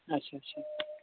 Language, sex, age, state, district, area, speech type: Kashmiri, female, 30-45, Jammu and Kashmir, Kulgam, rural, conversation